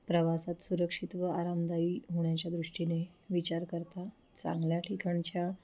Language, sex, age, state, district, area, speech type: Marathi, female, 30-45, Maharashtra, Pune, urban, spontaneous